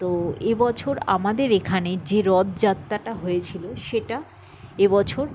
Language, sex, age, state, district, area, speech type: Bengali, female, 45-60, West Bengal, Jhargram, rural, spontaneous